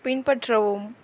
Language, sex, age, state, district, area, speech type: Tamil, female, 30-45, Tamil Nadu, Viluppuram, rural, read